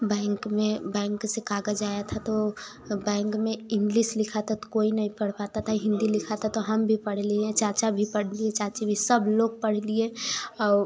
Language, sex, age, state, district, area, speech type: Hindi, female, 18-30, Uttar Pradesh, Prayagraj, rural, spontaneous